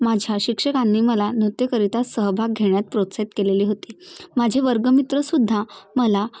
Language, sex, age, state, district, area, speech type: Marathi, female, 18-30, Maharashtra, Bhandara, rural, spontaneous